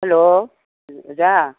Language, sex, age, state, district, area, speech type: Manipuri, female, 60+, Manipur, Imphal East, rural, conversation